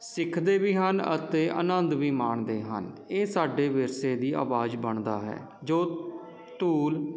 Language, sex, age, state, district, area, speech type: Punjabi, male, 30-45, Punjab, Jalandhar, urban, spontaneous